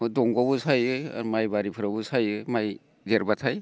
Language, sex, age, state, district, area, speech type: Bodo, male, 45-60, Assam, Baksa, urban, spontaneous